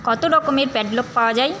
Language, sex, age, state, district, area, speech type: Bengali, female, 30-45, West Bengal, Paschim Bardhaman, urban, read